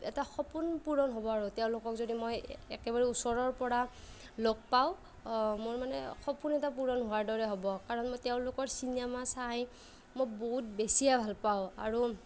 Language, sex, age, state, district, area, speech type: Assamese, female, 30-45, Assam, Nagaon, rural, spontaneous